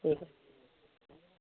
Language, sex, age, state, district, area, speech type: Assamese, female, 45-60, Assam, Golaghat, urban, conversation